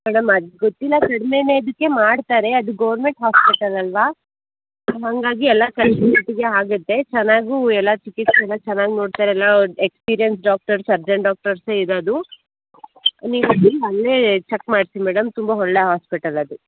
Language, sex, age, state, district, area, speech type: Kannada, female, 18-30, Karnataka, Tumkur, urban, conversation